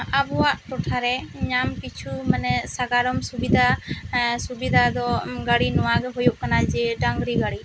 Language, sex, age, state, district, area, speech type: Santali, female, 18-30, West Bengal, Bankura, rural, spontaneous